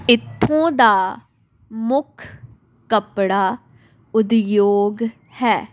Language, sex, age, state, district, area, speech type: Punjabi, female, 18-30, Punjab, Tarn Taran, urban, spontaneous